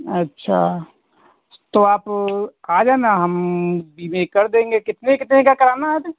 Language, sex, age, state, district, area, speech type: Hindi, male, 45-60, Uttar Pradesh, Hardoi, rural, conversation